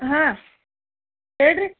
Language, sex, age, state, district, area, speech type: Kannada, female, 60+, Karnataka, Gulbarga, urban, conversation